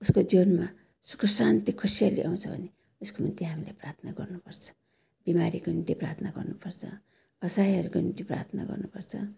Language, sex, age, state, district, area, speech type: Nepali, female, 60+, West Bengal, Darjeeling, rural, spontaneous